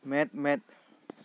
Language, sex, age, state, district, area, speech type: Santali, male, 18-30, West Bengal, Bankura, rural, read